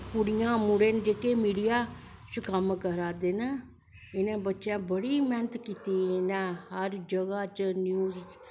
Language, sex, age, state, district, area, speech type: Dogri, male, 45-60, Jammu and Kashmir, Jammu, urban, spontaneous